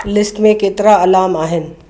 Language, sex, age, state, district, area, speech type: Sindhi, female, 60+, Maharashtra, Mumbai Suburban, urban, read